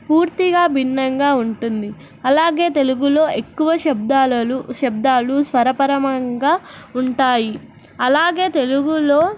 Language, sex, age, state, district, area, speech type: Telugu, female, 18-30, Telangana, Nizamabad, urban, spontaneous